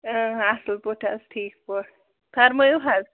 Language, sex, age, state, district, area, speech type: Kashmiri, female, 18-30, Jammu and Kashmir, Pulwama, rural, conversation